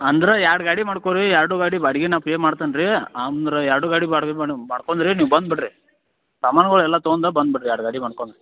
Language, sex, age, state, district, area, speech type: Kannada, male, 30-45, Karnataka, Belgaum, rural, conversation